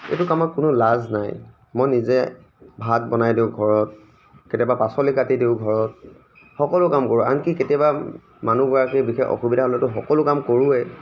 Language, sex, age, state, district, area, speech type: Assamese, male, 30-45, Assam, Dibrugarh, rural, spontaneous